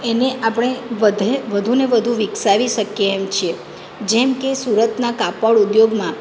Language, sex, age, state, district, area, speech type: Gujarati, female, 45-60, Gujarat, Surat, urban, spontaneous